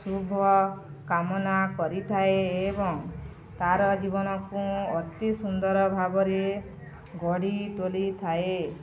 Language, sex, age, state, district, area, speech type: Odia, female, 45-60, Odisha, Balangir, urban, spontaneous